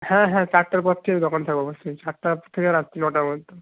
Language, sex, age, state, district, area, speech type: Bengali, male, 45-60, West Bengal, Nadia, rural, conversation